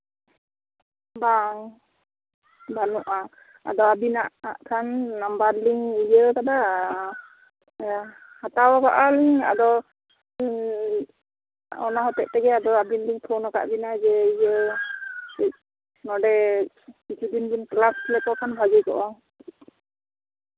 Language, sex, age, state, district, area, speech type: Santali, female, 30-45, West Bengal, Bankura, rural, conversation